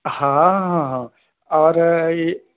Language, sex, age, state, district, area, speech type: Maithili, male, 60+, Bihar, Purnia, rural, conversation